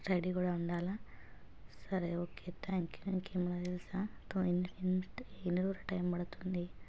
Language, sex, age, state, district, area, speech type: Telugu, female, 30-45, Telangana, Hanamkonda, rural, spontaneous